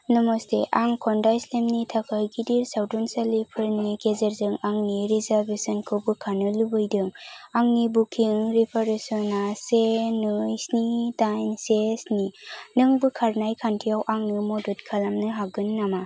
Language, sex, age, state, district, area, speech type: Bodo, female, 18-30, Assam, Kokrajhar, rural, read